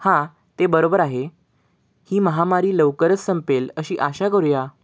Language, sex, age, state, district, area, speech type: Marathi, male, 18-30, Maharashtra, Sangli, urban, read